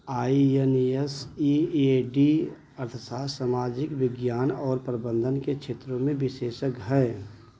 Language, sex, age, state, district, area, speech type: Hindi, male, 45-60, Uttar Pradesh, Ayodhya, rural, read